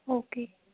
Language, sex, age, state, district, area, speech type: Gujarati, female, 18-30, Gujarat, Ahmedabad, rural, conversation